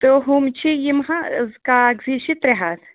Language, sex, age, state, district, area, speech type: Kashmiri, female, 30-45, Jammu and Kashmir, Anantnag, rural, conversation